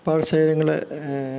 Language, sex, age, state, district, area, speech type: Malayalam, male, 60+, Kerala, Kottayam, urban, spontaneous